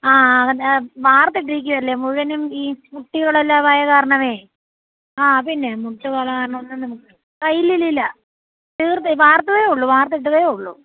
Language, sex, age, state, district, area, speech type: Malayalam, female, 30-45, Kerala, Pathanamthitta, rural, conversation